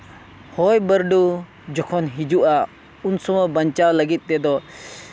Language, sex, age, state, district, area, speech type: Santali, male, 45-60, Jharkhand, Seraikela Kharsawan, rural, spontaneous